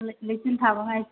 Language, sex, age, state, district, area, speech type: Manipuri, female, 30-45, Manipur, Imphal West, urban, conversation